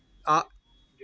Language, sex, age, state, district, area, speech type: Kashmiri, male, 30-45, Jammu and Kashmir, Kulgam, rural, spontaneous